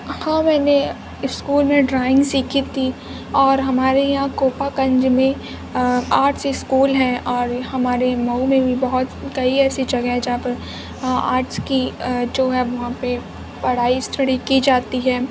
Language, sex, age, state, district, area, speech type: Urdu, female, 18-30, Uttar Pradesh, Mau, urban, spontaneous